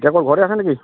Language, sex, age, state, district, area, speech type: Assamese, male, 30-45, Assam, Dibrugarh, rural, conversation